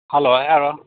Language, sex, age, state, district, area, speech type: Kannada, male, 60+, Karnataka, Shimoga, rural, conversation